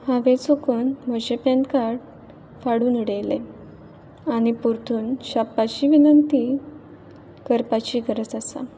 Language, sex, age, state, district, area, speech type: Goan Konkani, female, 18-30, Goa, Pernem, rural, read